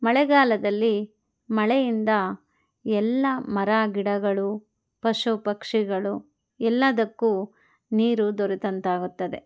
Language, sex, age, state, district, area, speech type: Kannada, female, 30-45, Karnataka, Chikkaballapur, rural, spontaneous